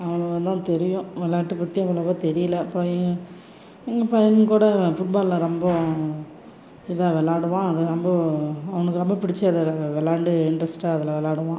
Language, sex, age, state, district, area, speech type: Tamil, female, 30-45, Tamil Nadu, Salem, rural, spontaneous